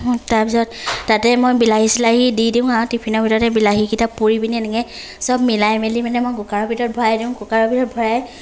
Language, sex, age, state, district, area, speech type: Assamese, female, 18-30, Assam, Lakhimpur, rural, spontaneous